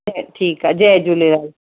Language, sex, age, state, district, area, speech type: Sindhi, female, 45-60, Maharashtra, Thane, urban, conversation